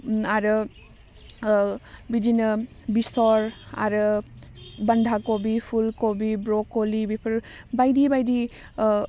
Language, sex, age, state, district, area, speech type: Bodo, female, 18-30, Assam, Udalguri, urban, spontaneous